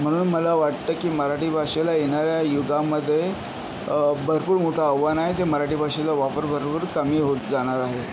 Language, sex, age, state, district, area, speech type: Marathi, male, 30-45, Maharashtra, Yavatmal, urban, spontaneous